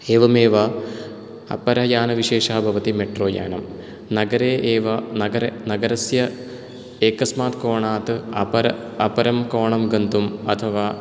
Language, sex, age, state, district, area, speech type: Sanskrit, male, 18-30, Kerala, Ernakulam, urban, spontaneous